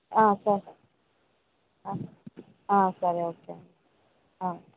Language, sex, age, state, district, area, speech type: Telugu, female, 18-30, Andhra Pradesh, Kadapa, rural, conversation